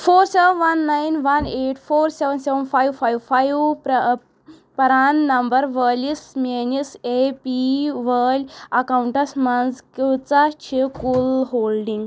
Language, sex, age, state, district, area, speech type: Kashmiri, female, 18-30, Jammu and Kashmir, Anantnag, rural, read